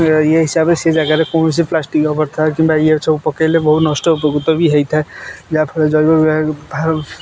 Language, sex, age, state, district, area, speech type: Odia, male, 18-30, Odisha, Kendrapara, urban, spontaneous